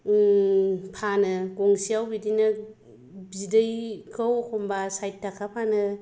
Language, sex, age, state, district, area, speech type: Bodo, female, 30-45, Assam, Kokrajhar, rural, spontaneous